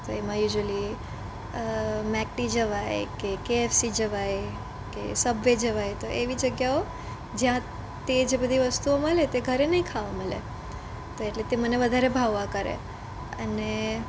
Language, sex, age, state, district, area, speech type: Gujarati, female, 18-30, Gujarat, Surat, urban, spontaneous